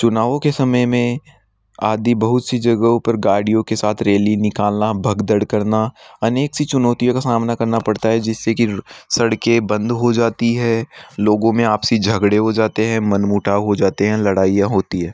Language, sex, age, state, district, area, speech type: Hindi, male, 18-30, Rajasthan, Jaipur, urban, spontaneous